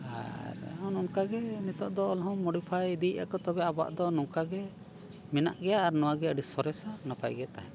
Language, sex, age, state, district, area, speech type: Santali, male, 45-60, Odisha, Mayurbhanj, rural, spontaneous